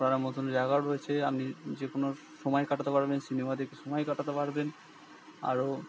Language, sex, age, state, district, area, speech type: Bengali, male, 45-60, West Bengal, Purba Bardhaman, urban, spontaneous